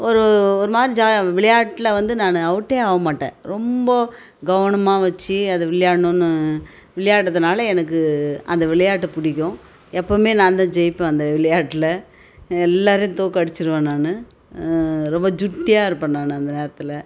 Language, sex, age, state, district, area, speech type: Tamil, female, 45-60, Tamil Nadu, Tiruvannamalai, rural, spontaneous